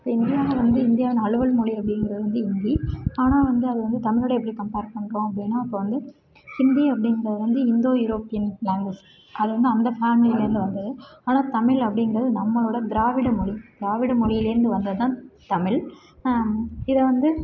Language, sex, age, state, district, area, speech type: Tamil, female, 18-30, Tamil Nadu, Sivaganga, rural, spontaneous